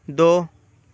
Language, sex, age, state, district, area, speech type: Hindi, male, 18-30, Uttar Pradesh, Bhadohi, urban, read